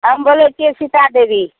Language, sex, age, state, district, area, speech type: Maithili, female, 60+, Bihar, Araria, rural, conversation